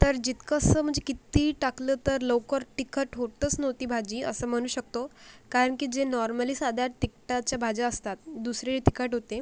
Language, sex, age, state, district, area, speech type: Marathi, female, 45-60, Maharashtra, Akola, rural, spontaneous